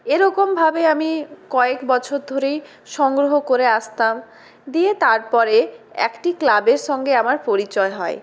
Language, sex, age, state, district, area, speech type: Bengali, female, 60+, West Bengal, Purulia, urban, spontaneous